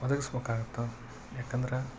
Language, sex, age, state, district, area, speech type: Kannada, male, 45-60, Karnataka, Koppal, urban, spontaneous